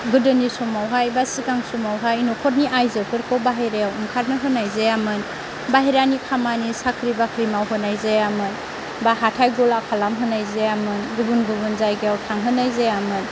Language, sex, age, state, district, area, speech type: Bodo, female, 30-45, Assam, Kokrajhar, rural, spontaneous